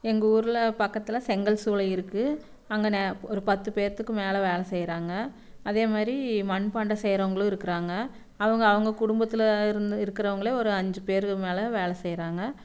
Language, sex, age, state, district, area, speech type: Tamil, female, 45-60, Tamil Nadu, Coimbatore, rural, spontaneous